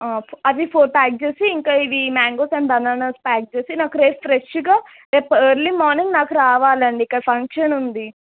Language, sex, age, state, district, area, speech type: Telugu, female, 18-30, Telangana, Mahbubnagar, urban, conversation